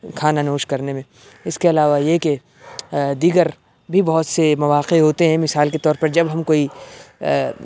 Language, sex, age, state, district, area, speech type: Urdu, male, 30-45, Uttar Pradesh, Aligarh, rural, spontaneous